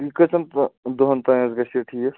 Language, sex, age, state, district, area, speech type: Kashmiri, male, 30-45, Jammu and Kashmir, Kupwara, urban, conversation